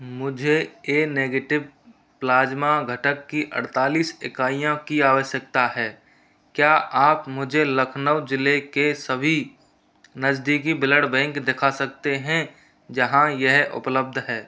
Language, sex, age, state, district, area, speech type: Hindi, female, 30-45, Rajasthan, Jaipur, urban, read